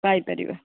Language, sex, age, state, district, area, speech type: Odia, female, 45-60, Odisha, Balasore, rural, conversation